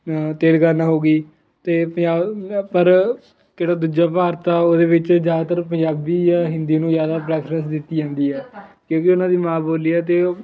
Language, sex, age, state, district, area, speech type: Punjabi, male, 18-30, Punjab, Fatehgarh Sahib, rural, spontaneous